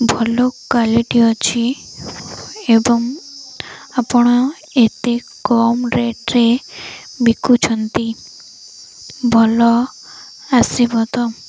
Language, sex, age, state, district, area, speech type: Odia, female, 18-30, Odisha, Koraput, urban, spontaneous